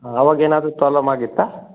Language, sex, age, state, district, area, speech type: Kannada, male, 30-45, Karnataka, Chikkaballapur, rural, conversation